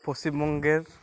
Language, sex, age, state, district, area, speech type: Bengali, male, 18-30, West Bengal, Uttar Dinajpur, urban, spontaneous